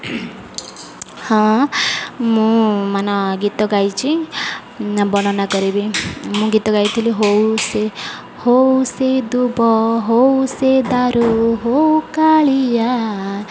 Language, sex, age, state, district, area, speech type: Odia, female, 30-45, Odisha, Sundergarh, urban, spontaneous